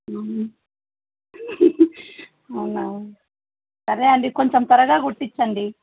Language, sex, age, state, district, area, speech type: Telugu, female, 30-45, Andhra Pradesh, Chittoor, rural, conversation